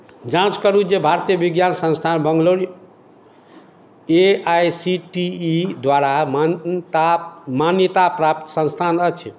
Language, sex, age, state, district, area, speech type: Maithili, male, 45-60, Bihar, Madhubani, rural, read